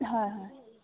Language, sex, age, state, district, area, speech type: Assamese, female, 30-45, Assam, Dibrugarh, rural, conversation